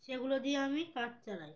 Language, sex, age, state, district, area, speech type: Bengali, female, 18-30, West Bengal, Uttar Dinajpur, urban, spontaneous